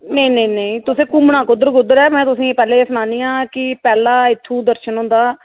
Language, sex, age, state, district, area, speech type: Dogri, female, 30-45, Jammu and Kashmir, Reasi, urban, conversation